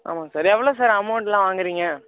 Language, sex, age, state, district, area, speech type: Tamil, male, 18-30, Tamil Nadu, Tiruvallur, rural, conversation